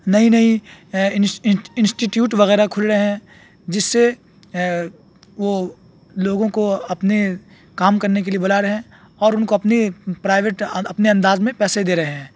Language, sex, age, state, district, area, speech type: Urdu, male, 18-30, Uttar Pradesh, Saharanpur, urban, spontaneous